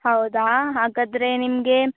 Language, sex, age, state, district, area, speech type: Kannada, female, 18-30, Karnataka, Udupi, rural, conversation